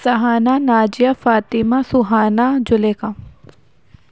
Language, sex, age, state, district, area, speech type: Urdu, female, 18-30, Uttar Pradesh, Ghaziabad, rural, spontaneous